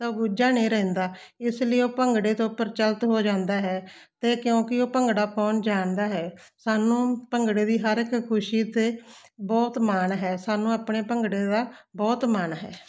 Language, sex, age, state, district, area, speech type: Punjabi, female, 60+, Punjab, Barnala, rural, spontaneous